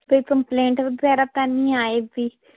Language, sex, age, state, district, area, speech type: Punjabi, female, 18-30, Punjab, Fazilka, urban, conversation